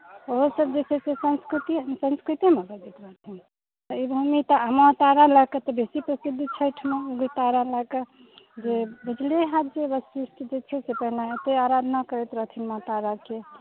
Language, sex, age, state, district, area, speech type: Maithili, female, 30-45, Bihar, Saharsa, rural, conversation